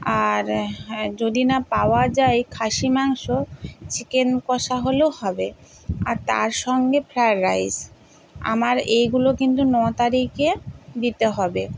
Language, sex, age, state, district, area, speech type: Bengali, female, 60+, West Bengal, Purba Medinipur, rural, spontaneous